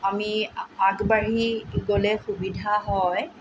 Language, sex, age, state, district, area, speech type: Assamese, female, 45-60, Assam, Tinsukia, rural, spontaneous